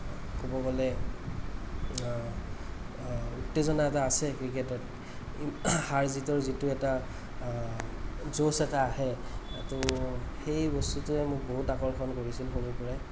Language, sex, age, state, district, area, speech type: Assamese, male, 30-45, Assam, Kamrup Metropolitan, urban, spontaneous